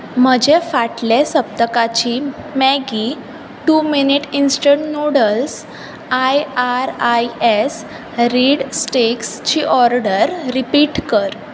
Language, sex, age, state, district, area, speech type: Goan Konkani, female, 18-30, Goa, Bardez, urban, read